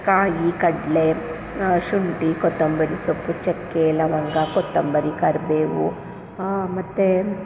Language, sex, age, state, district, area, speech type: Kannada, female, 30-45, Karnataka, Chamarajanagar, rural, spontaneous